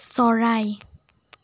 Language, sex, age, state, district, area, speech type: Assamese, female, 18-30, Assam, Sonitpur, rural, read